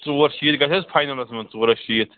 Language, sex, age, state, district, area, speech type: Kashmiri, male, 30-45, Jammu and Kashmir, Srinagar, urban, conversation